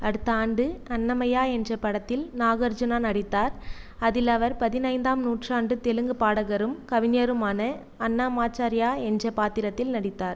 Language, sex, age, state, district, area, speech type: Tamil, female, 30-45, Tamil Nadu, Viluppuram, rural, read